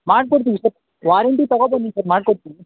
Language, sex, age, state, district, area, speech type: Kannada, male, 18-30, Karnataka, Shimoga, rural, conversation